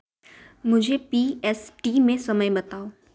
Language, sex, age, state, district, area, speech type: Hindi, female, 18-30, Madhya Pradesh, Ujjain, urban, read